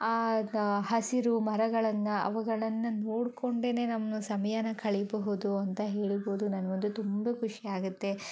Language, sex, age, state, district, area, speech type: Kannada, female, 18-30, Karnataka, Shimoga, rural, spontaneous